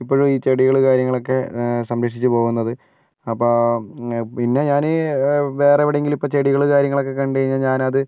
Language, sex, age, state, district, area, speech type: Malayalam, female, 30-45, Kerala, Kozhikode, urban, spontaneous